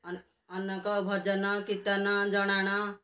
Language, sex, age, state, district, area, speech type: Odia, female, 60+, Odisha, Kendrapara, urban, spontaneous